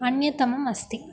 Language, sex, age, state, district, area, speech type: Sanskrit, female, 18-30, Tamil Nadu, Dharmapuri, rural, spontaneous